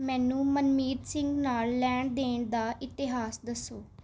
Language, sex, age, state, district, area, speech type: Punjabi, female, 18-30, Punjab, Mohali, urban, read